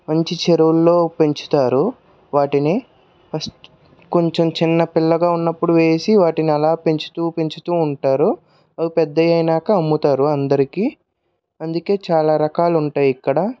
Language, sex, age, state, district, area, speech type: Telugu, male, 45-60, Andhra Pradesh, West Godavari, rural, spontaneous